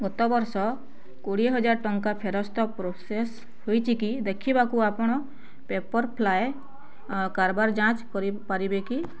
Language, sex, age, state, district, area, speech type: Odia, female, 18-30, Odisha, Bargarh, rural, read